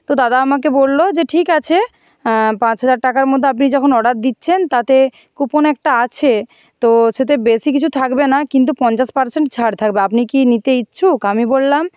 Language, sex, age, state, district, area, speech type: Bengali, female, 45-60, West Bengal, Nadia, rural, spontaneous